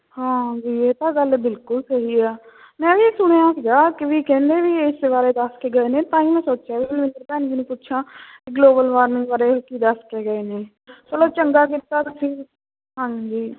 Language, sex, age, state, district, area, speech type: Punjabi, female, 18-30, Punjab, Patiala, rural, conversation